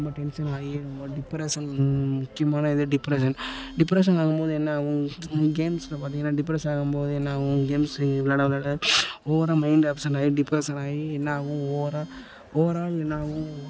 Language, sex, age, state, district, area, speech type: Tamil, male, 18-30, Tamil Nadu, Thanjavur, urban, spontaneous